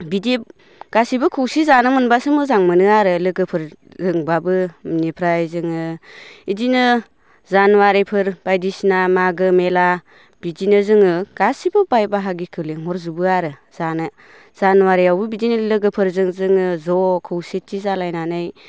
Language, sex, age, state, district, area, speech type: Bodo, female, 30-45, Assam, Baksa, rural, spontaneous